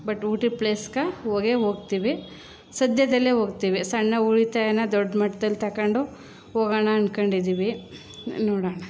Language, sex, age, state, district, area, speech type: Kannada, female, 30-45, Karnataka, Chamarajanagar, rural, spontaneous